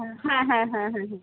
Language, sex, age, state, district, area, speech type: Bengali, female, 30-45, West Bengal, Kolkata, urban, conversation